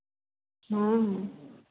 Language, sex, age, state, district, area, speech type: Hindi, female, 45-60, Bihar, Madhepura, rural, conversation